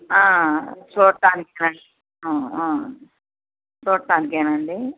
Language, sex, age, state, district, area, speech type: Telugu, female, 60+, Andhra Pradesh, Bapatla, urban, conversation